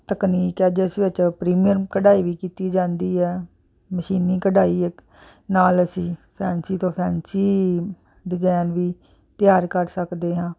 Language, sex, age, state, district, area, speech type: Punjabi, female, 45-60, Punjab, Jalandhar, urban, spontaneous